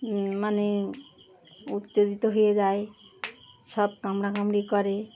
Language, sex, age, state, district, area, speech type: Bengali, female, 60+, West Bengal, Birbhum, urban, spontaneous